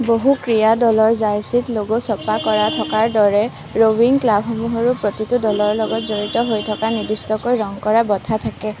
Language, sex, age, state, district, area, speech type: Assamese, female, 18-30, Assam, Kamrup Metropolitan, urban, read